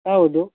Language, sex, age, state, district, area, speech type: Kannada, male, 30-45, Karnataka, Uttara Kannada, rural, conversation